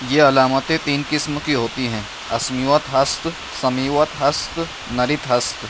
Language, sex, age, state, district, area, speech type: Urdu, male, 18-30, Maharashtra, Nashik, urban, read